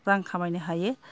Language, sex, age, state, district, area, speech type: Bodo, female, 60+, Assam, Kokrajhar, rural, spontaneous